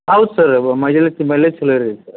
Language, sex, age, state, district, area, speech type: Kannada, male, 45-60, Karnataka, Dharwad, rural, conversation